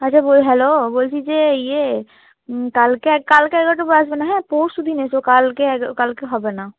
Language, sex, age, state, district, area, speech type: Bengali, female, 18-30, West Bengal, Cooch Behar, urban, conversation